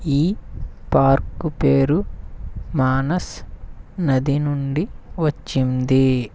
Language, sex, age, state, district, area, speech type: Telugu, male, 18-30, Andhra Pradesh, West Godavari, rural, read